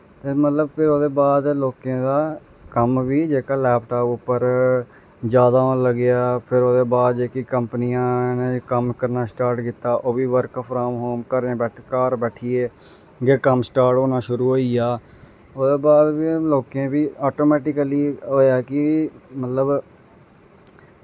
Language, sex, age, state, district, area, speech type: Dogri, male, 18-30, Jammu and Kashmir, Reasi, rural, spontaneous